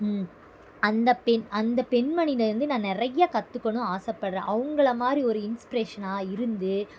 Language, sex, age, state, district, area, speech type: Tamil, female, 18-30, Tamil Nadu, Madurai, urban, spontaneous